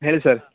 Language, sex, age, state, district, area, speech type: Kannada, male, 18-30, Karnataka, Uttara Kannada, rural, conversation